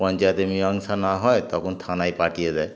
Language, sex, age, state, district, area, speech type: Bengali, male, 60+, West Bengal, Darjeeling, urban, spontaneous